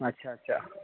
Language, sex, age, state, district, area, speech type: Marathi, male, 18-30, Maharashtra, Nanded, urban, conversation